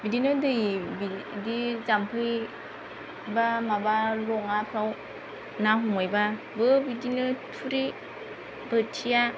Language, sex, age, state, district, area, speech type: Bodo, female, 30-45, Assam, Kokrajhar, rural, spontaneous